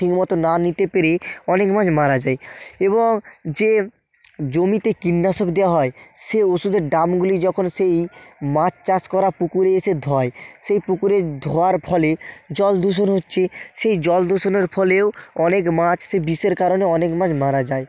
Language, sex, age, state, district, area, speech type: Bengali, male, 30-45, West Bengal, North 24 Parganas, rural, spontaneous